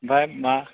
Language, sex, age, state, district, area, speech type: Bodo, male, 18-30, Assam, Kokrajhar, rural, conversation